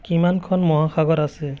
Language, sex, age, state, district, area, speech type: Assamese, male, 30-45, Assam, Biswanath, rural, read